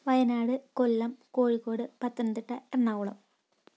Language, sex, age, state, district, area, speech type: Malayalam, female, 18-30, Kerala, Wayanad, rural, spontaneous